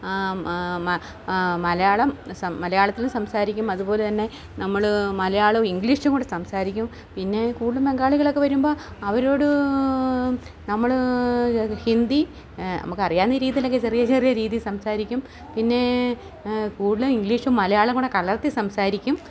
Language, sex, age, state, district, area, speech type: Malayalam, female, 45-60, Kerala, Kottayam, urban, spontaneous